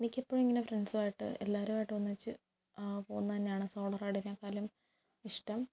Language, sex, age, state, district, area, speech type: Malayalam, female, 18-30, Kerala, Kottayam, rural, spontaneous